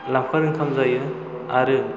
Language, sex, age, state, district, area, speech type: Bodo, male, 18-30, Assam, Chirang, rural, spontaneous